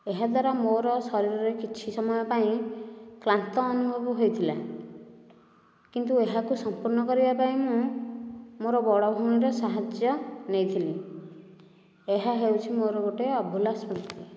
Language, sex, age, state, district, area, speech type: Odia, female, 45-60, Odisha, Nayagarh, rural, spontaneous